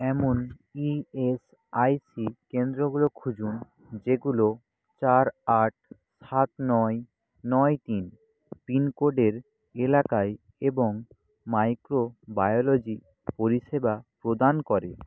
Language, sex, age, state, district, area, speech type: Bengali, male, 30-45, West Bengal, Nadia, rural, read